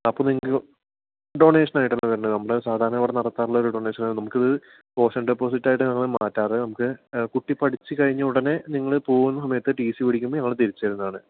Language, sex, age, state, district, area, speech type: Malayalam, male, 18-30, Kerala, Palakkad, urban, conversation